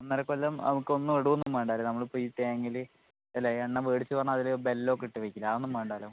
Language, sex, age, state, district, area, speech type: Malayalam, male, 18-30, Kerala, Palakkad, rural, conversation